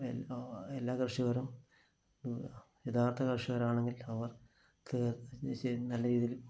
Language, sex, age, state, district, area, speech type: Malayalam, male, 45-60, Kerala, Kasaragod, rural, spontaneous